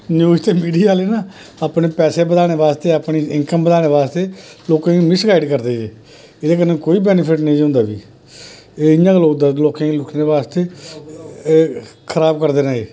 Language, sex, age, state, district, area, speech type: Dogri, male, 45-60, Jammu and Kashmir, Samba, rural, spontaneous